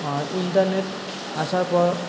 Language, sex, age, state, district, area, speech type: Bengali, male, 30-45, West Bengal, Purba Bardhaman, urban, spontaneous